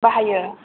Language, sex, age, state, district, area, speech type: Bodo, female, 18-30, Assam, Chirang, urban, conversation